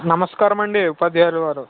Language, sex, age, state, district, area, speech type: Telugu, male, 30-45, Andhra Pradesh, Eluru, rural, conversation